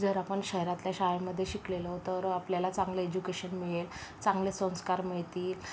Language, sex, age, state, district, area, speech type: Marathi, female, 30-45, Maharashtra, Yavatmal, rural, spontaneous